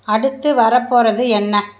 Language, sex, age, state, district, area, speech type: Tamil, female, 60+, Tamil Nadu, Mayiladuthurai, rural, read